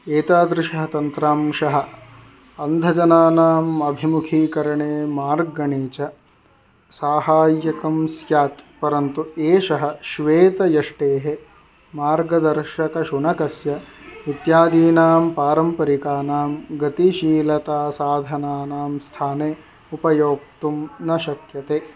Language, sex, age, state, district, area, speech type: Sanskrit, male, 60+, Karnataka, Shimoga, urban, read